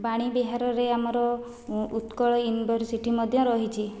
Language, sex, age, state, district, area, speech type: Odia, female, 45-60, Odisha, Khordha, rural, spontaneous